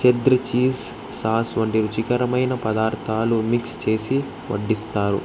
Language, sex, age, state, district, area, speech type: Telugu, male, 18-30, Andhra Pradesh, Krishna, urban, spontaneous